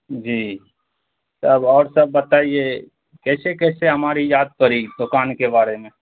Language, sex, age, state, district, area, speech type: Urdu, male, 45-60, Bihar, Supaul, rural, conversation